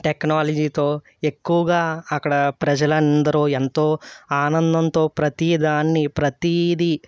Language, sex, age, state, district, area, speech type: Telugu, male, 18-30, Andhra Pradesh, Eluru, rural, spontaneous